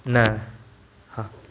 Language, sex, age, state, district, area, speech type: Sindhi, male, 18-30, Maharashtra, Thane, urban, spontaneous